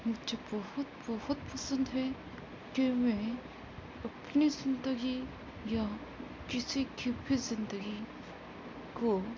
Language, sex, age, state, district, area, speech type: Urdu, female, 18-30, Uttar Pradesh, Gautam Buddha Nagar, urban, spontaneous